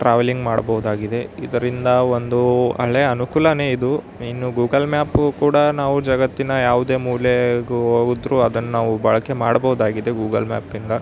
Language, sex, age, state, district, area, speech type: Kannada, male, 18-30, Karnataka, Yadgir, rural, spontaneous